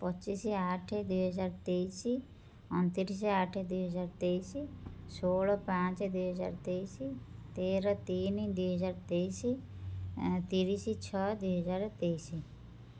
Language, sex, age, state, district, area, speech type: Odia, female, 30-45, Odisha, Cuttack, urban, spontaneous